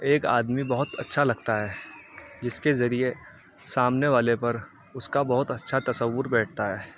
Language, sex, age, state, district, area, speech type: Urdu, male, 30-45, Uttar Pradesh, Muzaffarnagar, urban, spontaneous